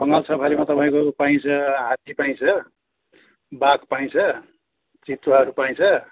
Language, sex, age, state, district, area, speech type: Nepali, male, 45-60, West Bengal, Jalpaiguri, urban, conversation